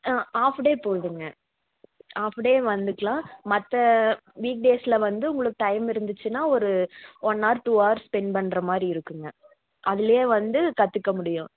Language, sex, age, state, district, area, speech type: Tamil, female, 18-30, Tamil Nadu, Tiruppur, rural, conversation